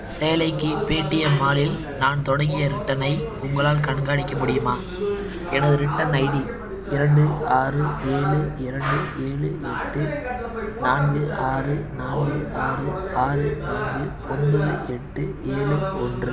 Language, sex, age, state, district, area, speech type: Tamil, male, 18-30, Tamil Nadu, Madurai, rural, read